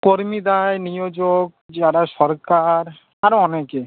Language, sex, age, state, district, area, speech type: Bengali, male, 18-30, West Bengal, Howrah, urban, conversation